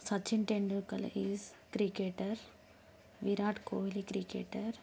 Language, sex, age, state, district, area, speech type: Telugu, female, 30-45, Andhra Pradesh, Visakhapatnam, urban, spontaneous